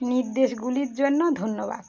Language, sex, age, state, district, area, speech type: Bengali, female, 30-45, West Bengal, Birbhum, urban, read